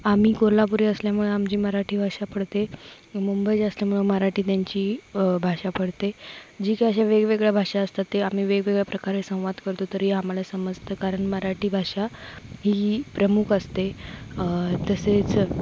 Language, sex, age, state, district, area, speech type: Marathi, female, 18-30, Maharashtra, Ratnagiri, rural, spontaneous